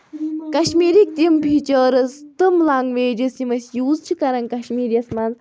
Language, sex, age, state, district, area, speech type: Kashmiri, female, 18-30, Jammu and Kashmir, Anantnag, rural, spontaneous